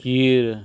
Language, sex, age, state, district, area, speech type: Goan Konkani, male, 30-45, Goa, Murmgao, rural, spontaneous